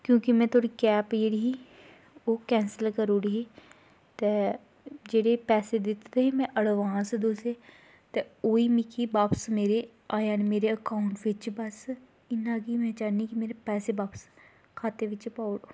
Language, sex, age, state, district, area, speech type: Dogri, female, 18-30, Jammu and Kashmir, Kathua, rural, spontaneous